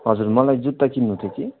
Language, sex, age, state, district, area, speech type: Nepali, male, 18-30, West Bengal, Darjeeling, rural, conversation